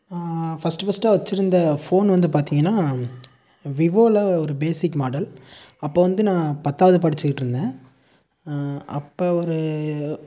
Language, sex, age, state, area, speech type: Tamil, male, 18-30, Tamil Nadu, rural, spontaneous